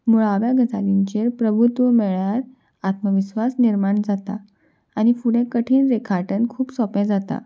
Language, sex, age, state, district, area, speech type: Goan Konkani, female, 18-30, Goa, Salcete, urban, spontaneous